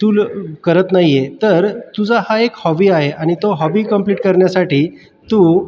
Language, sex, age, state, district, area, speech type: Marathi, male, 30-45, Maharashtra, Buldhana, urban, spontaneous